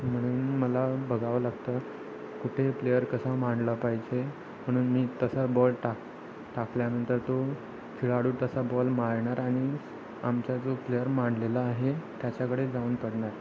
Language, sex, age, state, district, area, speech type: Marathi, male, 18-30, Maharashtra, Ratnagiri, rural, spontaneous